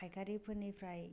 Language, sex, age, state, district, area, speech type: Bodo, female, 18-30, Assam, Kokrajhar, rural, spontaneous